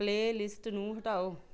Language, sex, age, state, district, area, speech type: Punjabi, female, 45-60, Punjab, Pathankot, rural, read